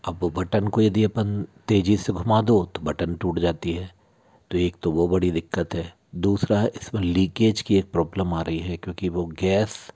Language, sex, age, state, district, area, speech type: Hindi, male, 60+, Madhya Pradesh, Bhopal, urban, spontaneous